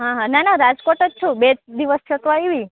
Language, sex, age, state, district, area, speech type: Gujarati, female, 30-45, Gujarat, Rajkot, rural, conversation